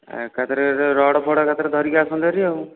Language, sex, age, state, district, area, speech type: Odia, male, 30-45, Odisha, Dhenkanal, rural, conversation